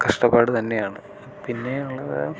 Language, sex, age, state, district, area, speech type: Malayalam, male, 18-30, Kerala, Thrissur, rural, spontaneous